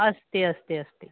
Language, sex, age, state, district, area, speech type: Sanskrit, female, 60+, Karnataka, Uttara Kannada, urban, conversation